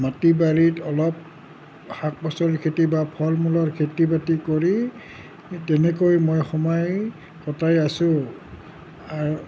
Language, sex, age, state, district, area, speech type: Assamese, male, 60+, Assam, Nalbari, rural, spontaneous